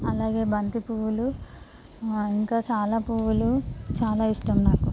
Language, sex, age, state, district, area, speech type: Telugu, female, 18-30, Andhra Pradesh, Visakhapatnam, urban, spontaneous